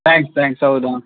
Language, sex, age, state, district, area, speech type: Kannada, male, 18-30, Karnataka, Chitradurga, rural, conversation